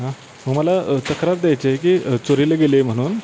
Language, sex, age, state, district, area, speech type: Marathi, male, 18-30, Maharashtra, Satara, rural, spontaneous